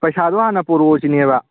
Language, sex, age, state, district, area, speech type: Manipuri, male, 18-30, Manipur, Kangpokpi, urban, conversation